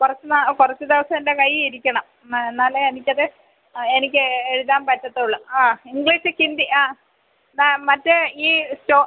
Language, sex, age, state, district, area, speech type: Malayalam, female, 45-60, Kerala, Kollam, rural, conversation